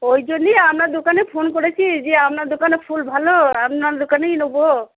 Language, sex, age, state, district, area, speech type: Bengali, female, 60+, West Bengal, Cooch Behar, rural, conversation